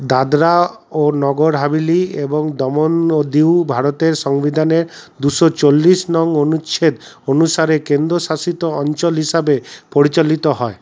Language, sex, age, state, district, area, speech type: Bengali, male, 45-60, West Bengal, Paschim Bardhaman, urban, read